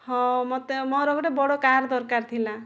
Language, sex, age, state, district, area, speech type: Odia, female, 18-30, Odisha, Kandhamal, rural, spontaneous